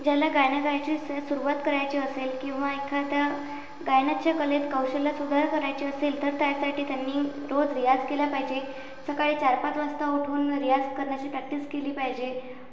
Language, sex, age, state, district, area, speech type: Marathi, female, 18-30, Maharashtra, Amravati, rural, spontaneous